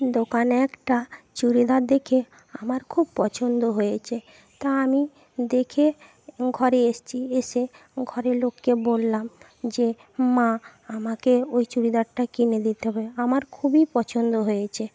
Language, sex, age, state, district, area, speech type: Bengali, female, 30-45, West Bengal, Paschim Medinipur, urban, spontaneous